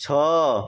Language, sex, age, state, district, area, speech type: Odia, male, 45-60, Odisha, Jajpur, rural, read